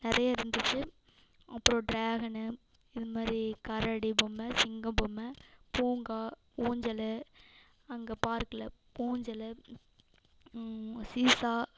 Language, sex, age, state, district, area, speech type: Tamil, female, 18-30, Tamil Nadu, Namakkal, rural, spontaneous